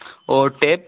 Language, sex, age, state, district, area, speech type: Hindi, male, 18-30, Madhya Pradesh, Bhopal, urban, conversation